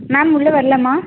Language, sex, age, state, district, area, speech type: Tamil, female, 30-45, Tamil Nadu, Ariyalur, rural, conversation